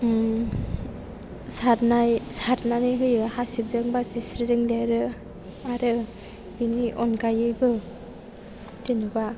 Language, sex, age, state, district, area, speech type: Bodo, female, 18-30, Assam, Chirang, rural, spontaneous